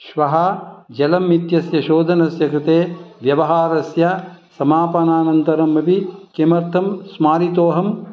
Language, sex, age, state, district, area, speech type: Sanskrit, male, 60+, Karnataka, Shimoga, rural, read